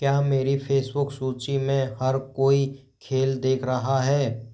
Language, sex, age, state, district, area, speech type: Hindi, male, 30-45, Rajasthan, Jodhpur, urban, read